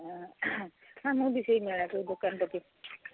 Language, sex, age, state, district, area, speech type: Odia, female, 60+, Odisha, Gajapati, rural, conversation